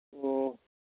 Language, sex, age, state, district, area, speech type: Manipuri, male, 60+, Manipur, Thoubal, rural, conversation